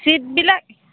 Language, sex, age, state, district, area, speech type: Assamese, female, 45-60, Assam, Golaghat, rural, conversation